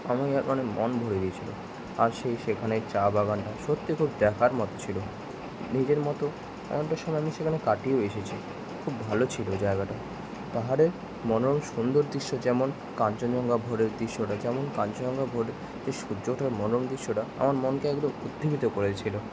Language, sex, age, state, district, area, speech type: Bengali, male, 18-30, West Bengal, Kolkata, urban, spontaneous